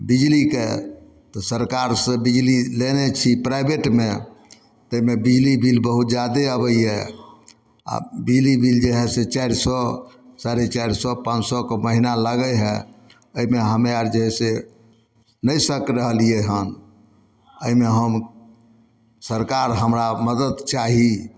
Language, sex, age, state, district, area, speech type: Maithili, male, 60+, Bihar, Samastipur, rural, spontaneous